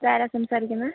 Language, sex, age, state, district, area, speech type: Malayalam, female, 30-45, Kerala, Kozhikode, urban, conversation